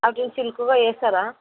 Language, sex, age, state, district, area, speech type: Telugu, female, 18-30, Telangana, Hyderabad, urban, conversation